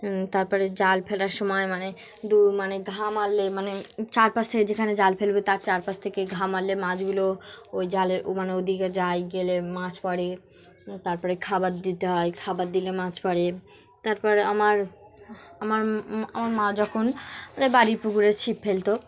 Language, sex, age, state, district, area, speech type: Bengali, female, 18-30, West Bengal, Dakshin Dinajpur, urban, spontaneous